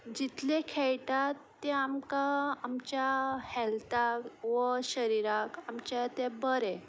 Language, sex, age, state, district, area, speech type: Goan Konkani, female, 18-30, Goa, Ponda, rural, spontaneous